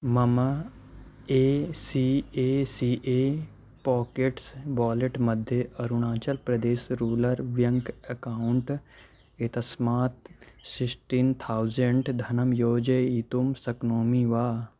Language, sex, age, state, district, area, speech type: Sanskrit, male, 18-30, Madhya Pradesh, Katni, rural, read